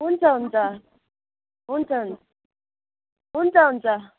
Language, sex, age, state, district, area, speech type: Nepali, female, 45-60, West Bengal, Kalimpong, rural, conversation